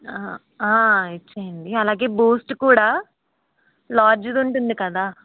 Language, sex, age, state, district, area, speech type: Telugu, female, 30-45, Andhra Pradesh, Kakinada, rural, conversation